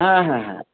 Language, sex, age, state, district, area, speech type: Bengali, male, 45-60, West Bengal, Dakshin Dinajpur, rural, conversation